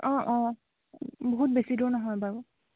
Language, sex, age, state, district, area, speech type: Assamese, female, 18-30, Assam, Jorhat, urban, conversation